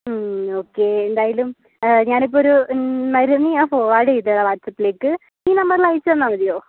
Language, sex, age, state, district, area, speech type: Malayalam, female, 18-30, Kerala, Kozhikode, urban, conversation